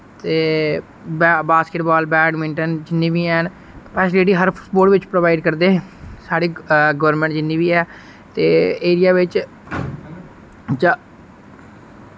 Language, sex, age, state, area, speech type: Dogri, male, 18-30, Jammu and Kashmir, rural, spontaneous